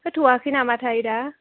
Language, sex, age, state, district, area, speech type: Bodo, female, 30-45, Assam, Chirang, urban, conversation